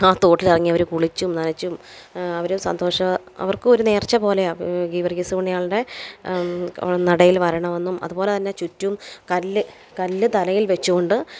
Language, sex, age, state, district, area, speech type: Malayalam, female, 30-45, Kerala, Alappuzha, rural, spontaneous